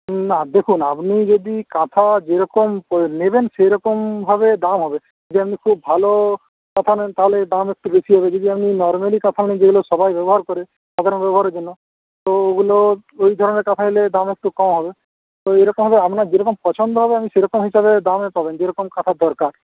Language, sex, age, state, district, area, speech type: Bengali, male, 18-30, West Bengal, Paschim Medinipur, rural, conversation